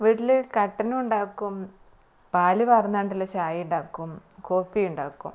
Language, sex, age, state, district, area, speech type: Malayalam, female, 30-45, Kerala, Malappuram, rural, spontaneous